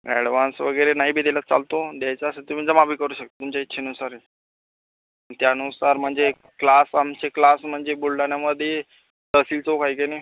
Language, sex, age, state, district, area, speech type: Marathi, male, 30-45, Maharashtra, Buldhana, urban, conversation